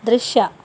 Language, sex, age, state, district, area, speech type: Kannada, female, 30-45, Karnataka, Bidar, rural, read